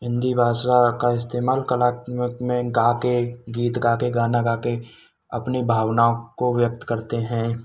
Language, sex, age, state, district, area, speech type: Hindi, male, 18-30, Rajasthan, Bharatpur, urban, spontaneous